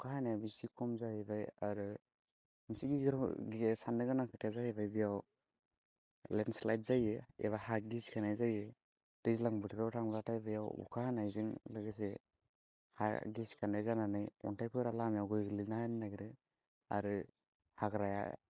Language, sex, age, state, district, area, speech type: Bodo, male, 18-30, Assam, Baksa, rural, spontaneous